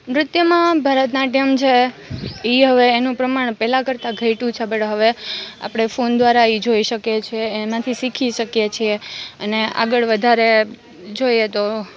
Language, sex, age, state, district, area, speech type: Gujarati, female, 18-30, Gujarat, Rajkot, urban, spontaneous